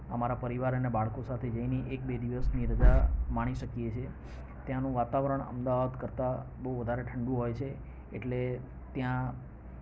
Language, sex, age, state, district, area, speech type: Gujarati, male, 45-60, Gujarat, Ahmedabad, urban, spontaneous